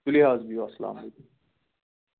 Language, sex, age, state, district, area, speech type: Kashmiri, male, 30-45, Jammu and Kashmir, Anantnag, rural, conversation